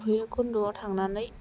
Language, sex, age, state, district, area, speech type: Bodo, female, 18-30, Assam, Udalguri, urban, spontaneous